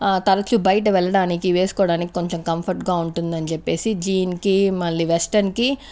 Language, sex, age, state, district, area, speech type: Telugu, female, 45-60, Andhra Pradesh, Sri Balaji, rural, spontaneous